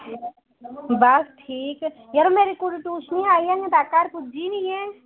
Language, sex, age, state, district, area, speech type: Dogri, female, 30-45, Jammu and Kashmir, Udhampur, urban, conversation